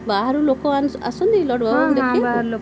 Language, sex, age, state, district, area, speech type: Odia, female, 30-45, Odisha, Nayagarh, rural, spontaneous